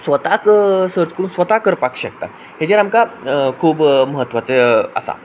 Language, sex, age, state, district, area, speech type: Goan Konkani, male, 18-30, Goa, Quepem, rural, spontaneous